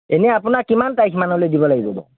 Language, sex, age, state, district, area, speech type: Assamese, male, 45-60, Assam, Golaghat, urban, conversation